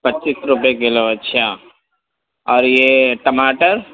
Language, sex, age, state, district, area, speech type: Urdu, male, 30-45, Uttar Pradesh, Gautam Buddha Nagar, rural, conversation